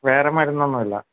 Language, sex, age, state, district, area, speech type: Malayalam, male, 30-45, Kerala, Wayanad, rural, conversation